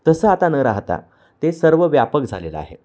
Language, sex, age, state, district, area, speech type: Marathi, male, 30-45, Maharashtra, Kolhapur, urban, spontaneous